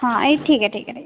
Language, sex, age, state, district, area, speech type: Dogri, female, 18-30, Jammu and Kashmir, Udhampur, rural, conversation